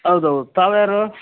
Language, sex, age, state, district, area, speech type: Kannada, male, 45-60, Karnataka, Chitradurga, rural, conversation